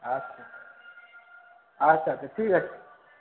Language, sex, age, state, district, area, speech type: Bengali, male, 30-45, West Bengal, Purba Bardhaman, rural, conversation